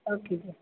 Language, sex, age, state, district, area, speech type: Punjabi, female, 30-45, Punjab, Mansa, rural, conversation